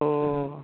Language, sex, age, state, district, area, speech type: Bodo, female, 45-60, Assam, Baksa, rural, conversation